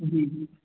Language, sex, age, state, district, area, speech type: Maithili, male, 18-30, Bihar, Sitamarhi, rural, conversation